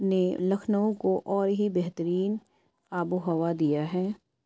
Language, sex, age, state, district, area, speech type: Urdu, female, 18-30, Uttar Pradesh, Lucknow, rural, spontaneous